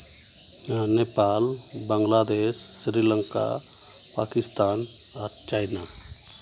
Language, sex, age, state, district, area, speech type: Santali, male, 30-45, Jharkhand, Seraikela Kharsawan, rural, spontaneous